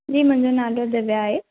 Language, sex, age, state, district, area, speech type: Sindhi, female, 18-30, Maharashtra, Thane, urban, conversation